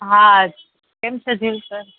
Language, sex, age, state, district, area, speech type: Gujarati, female, 30-45, Gujarat, Rajkot, urban, conversation